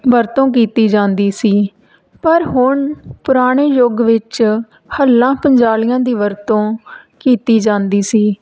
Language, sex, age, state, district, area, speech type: Punjabi, female, 30-45, Punjab, Tarn Taran, rural, spontaneous